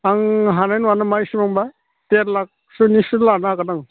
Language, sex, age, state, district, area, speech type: Bodo, male, 60+, Assam, Udalguri, rural, conversation